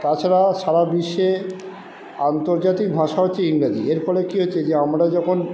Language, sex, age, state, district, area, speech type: Bengali, male, 30-45, West Bengal, Purba Bardhaman, urban, spontaneous